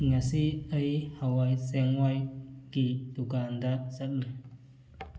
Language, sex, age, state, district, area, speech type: Manipuri, male, 30-45, Manipur, Thoubal, rural, read